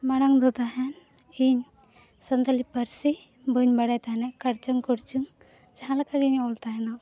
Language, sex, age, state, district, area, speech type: Santali, female, 18-30, Jharkhand, Seraikela Kharsawan, rural, spontaneous